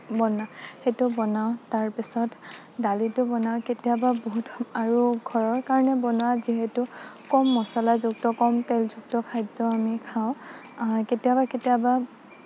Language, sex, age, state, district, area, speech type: Assamese, female, 30-45, Assam, Nagaon, rural, spontaneous